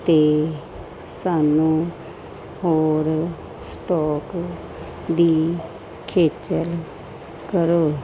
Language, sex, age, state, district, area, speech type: Punjabi, female, 30-45, Punjab, Muktsar, urban, spontaneous